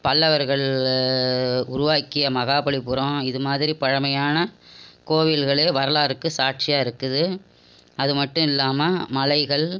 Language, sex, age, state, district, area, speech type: Tamil, female, 60+, Tamil Nadu, Cuddalore, urban, spontaneous